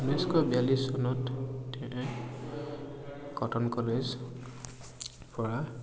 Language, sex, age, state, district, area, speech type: Assamese, male, 18-30, Assam, Dibrugarh, urban, spontaneous